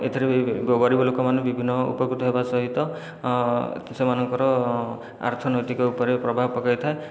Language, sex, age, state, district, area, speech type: Odia, male, 30-45, Odisha, Khordha, rural, spontaneous